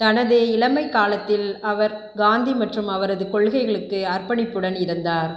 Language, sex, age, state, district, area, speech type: Tamil, female, 30-45, Tamil Nadu, Tiruchirappalli, rural, read